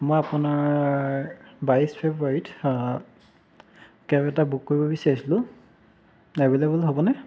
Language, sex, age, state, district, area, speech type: Assamese, male, 30-45, Assam, Dibrugarh, rural, spontaneous